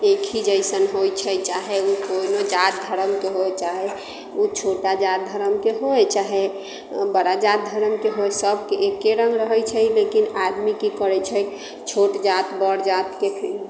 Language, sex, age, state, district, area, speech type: Maithili, female, 45-60, Bihar, Sitamarhi, rural, spontaneous